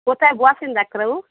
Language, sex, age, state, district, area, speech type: Bengali, female, 30-45, West Bengal, North 24 Parganas, urban, conversation